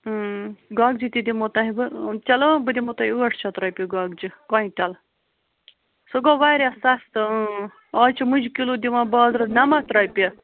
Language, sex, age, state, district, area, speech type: Kashmiri, female, 30-45, Jammu and Kashmir, Bandipora, rural, conversation